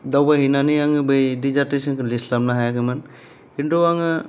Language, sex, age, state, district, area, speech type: Bodo, male, 30-45, Assam, Kokrajhar, urban, spontaneous